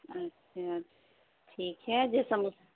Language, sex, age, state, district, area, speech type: Urdu, female, 30-45, Uttar Pradesh, Ghaziabad, urban, conversation